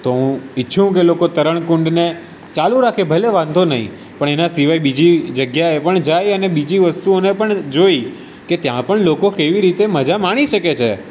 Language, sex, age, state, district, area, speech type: Gujarati, male, 18-30, Gujarat, Surat, urban, spontaneous